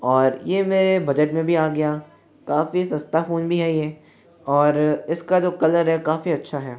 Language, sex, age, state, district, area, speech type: Hindi, male, 18-30, Rajasthan, Jaipur, urban, spontaneous